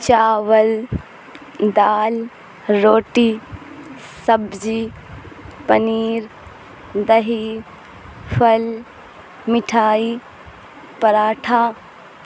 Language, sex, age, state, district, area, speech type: Urdu, female, 18-30, Bihar, Supaul, rural, spontaneous